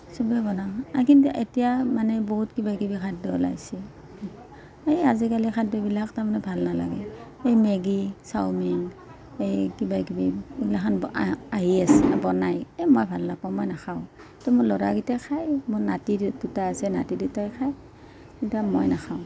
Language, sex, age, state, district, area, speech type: Assamese, female, 60+, Assam, Morigaon, rural, spontaneous